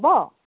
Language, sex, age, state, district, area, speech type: Assamese, female, 60+, Assam, Golaghat, urban, conversation